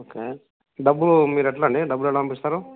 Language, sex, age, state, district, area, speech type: Telugu, male, 30-45, Andhra Pradesh, Nandyal, rural, conversation